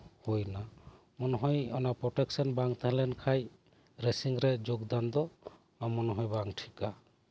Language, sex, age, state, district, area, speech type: Santali, male, 30-45, West Bengal, Birbhum, rural, spontaneous